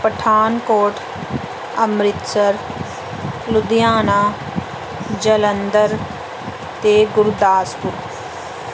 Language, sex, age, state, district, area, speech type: Punjabi, female, 30-45, Punjab, Pathankot, rural, spontaneous